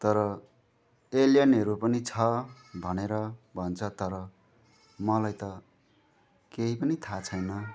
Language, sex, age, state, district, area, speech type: Nepali, male, 30-45, West Bengal, Jalpaiguri, rural, spontaneous